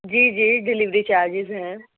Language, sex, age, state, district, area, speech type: Urdu, female, 30-45, Delhi, East Delhi, urban, conversation